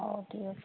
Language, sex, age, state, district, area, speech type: Odia, female, 45-60, Odisha, Angul, rural, conversation